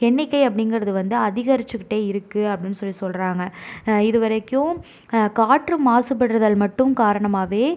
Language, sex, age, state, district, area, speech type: Tamil, female, 18-30, Tamil Nadu, Tiruvarur, urban, spontaneous